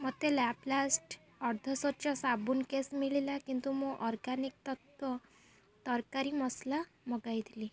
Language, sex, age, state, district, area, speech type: Odia, female, 18-30, Odisha, Jagatsinghpur, rural, read